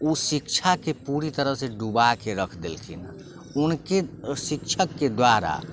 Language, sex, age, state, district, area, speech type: Maithili, male, 30-45, Bihar, Muzaffarpur, rural, spontaneous